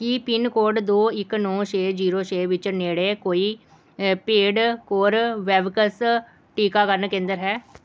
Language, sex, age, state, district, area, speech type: Punjabi, female, 45-60, Punjab, Pathankot, urban, read